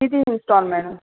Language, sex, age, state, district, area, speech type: Marathi, female, 30-45, Maharashtra, Kolhapur, urban, conversation